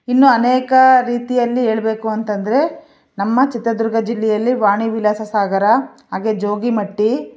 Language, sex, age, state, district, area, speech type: Kannada, female, 45-60, Karnataka, Chitradurga, urban, spontaneous